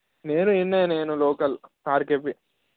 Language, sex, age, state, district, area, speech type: Telugu, male, 18-30, Telangana, Mancherial, rural, conversation